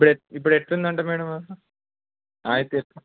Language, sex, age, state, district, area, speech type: Telugu, male, 30-45, Telangana, Ranga Reddy, urban, conversation